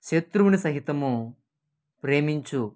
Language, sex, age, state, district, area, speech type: Telugu, male, 18-30, Andhra Pradesh, Kadapa, rural, spontaneous